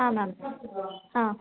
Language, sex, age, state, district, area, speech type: Kannada, female, 30-45, Karnataka, Hassan, urban, conversation